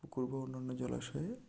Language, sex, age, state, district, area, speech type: Bengali, male, 30-45, West Bengal, North 24 Parganas, rural, spontaneous